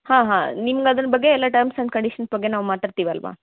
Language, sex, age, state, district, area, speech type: Kannada, female, 18-30, Karnataka, Dharwad, urban, conversation